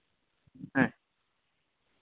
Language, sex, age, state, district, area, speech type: Santali, male, 18-30, Jharkhand, Pakur, rural, conversation